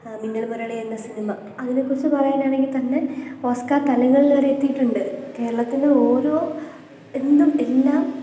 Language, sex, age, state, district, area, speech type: Malayalam, female, 18-30, Kerala, Pathanamthitta, urban, spontaneous